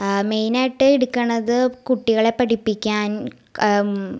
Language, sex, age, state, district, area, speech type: Malayalam, female, 18-30, Kerala, Ernakulam, rural, spontaneous